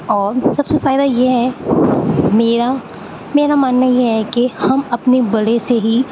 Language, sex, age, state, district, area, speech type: Urdu, female, 18-30, Uttar Pradesh, Aligarh, urban, spontaneous